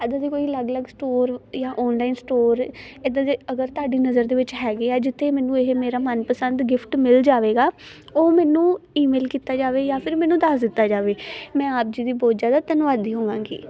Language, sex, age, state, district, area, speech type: Punjabi, female, 18-30, Punjab, Ludhiana, rural, spontaneous